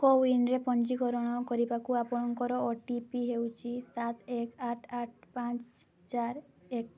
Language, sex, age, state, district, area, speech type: Odia, female, 18-30, Odisha, Mayurbhanj, rural, read